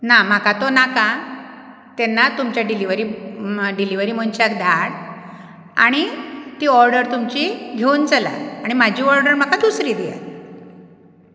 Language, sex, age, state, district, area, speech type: Goan Konkani, female, 45-60, Goa, Ponda, rural, spontaneous